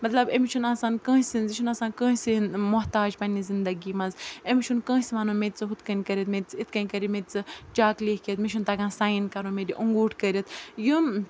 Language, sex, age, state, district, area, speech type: Kashmiri, female, 30-45, Jammu and Kashmir, Ganderbal, rural, spontaneous